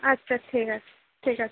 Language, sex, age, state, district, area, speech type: Bengali, female, 18-30, West Bengal, Howrah, urban, conversation